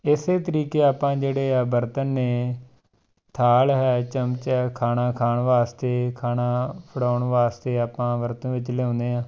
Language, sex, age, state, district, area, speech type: Punjabi, male, 30-45, Punjab, Tarn Taran, rural, spontaneous